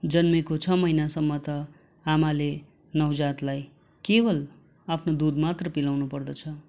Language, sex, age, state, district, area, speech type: Nepali, male, 30-45, West Bengal, Darjeeling, rural, spontaneous